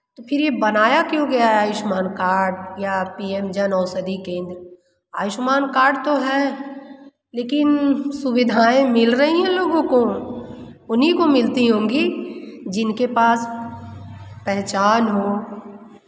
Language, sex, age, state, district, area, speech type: Hindi, female, 30-45, Uttar Pradesh, Mirzapur, rural, spontaneous